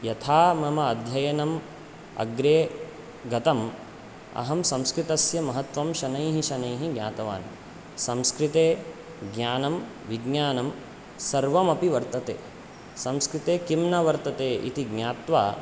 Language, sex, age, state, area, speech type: Sanskrit, male, 18-30, Chhattisgarh, rural, spontaneous